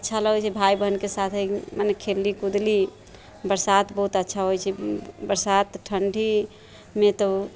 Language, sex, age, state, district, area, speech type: Maithili, female, 30-45, Bihar, Sitamarhi, rural, spontaneous